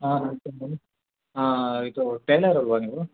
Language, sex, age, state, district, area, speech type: Kannada, male, 30-45, Karnataka, Hassan, urban, conversation